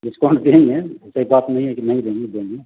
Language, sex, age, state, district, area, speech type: Hindi, male, 45-60, Bihar, Begusarai, rural, conversation